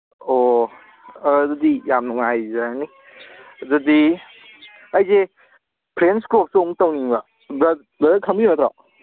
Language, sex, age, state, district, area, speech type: Manipuri, male, 18-30, Manipur, Kangpokpi, urban, conversation